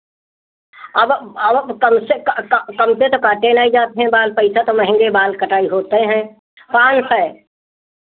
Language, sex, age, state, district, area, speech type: Hindi, female, 60+, Uttar Pradesh, Hardoi, rural, conversation